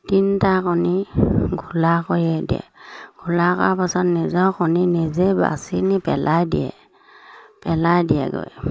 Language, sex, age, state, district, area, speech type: Assamese, female, 45-60, Assam, Sivasagar, rural, spontaneous